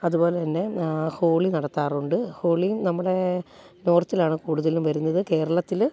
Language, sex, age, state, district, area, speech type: Malayalam, female, 30-45, Kerala, Alappuzha, rural, spontaneous